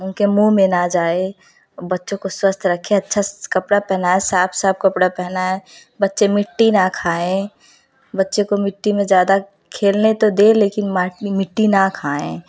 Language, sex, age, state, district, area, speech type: Hindi, female, 18-30, Uttar Pradesh, Prayagraj, rural, spontaneous